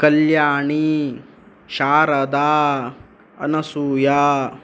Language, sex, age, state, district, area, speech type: Sanskrit, male, 18-30, Karnataka, Uttara Kannada, rural, spontaneous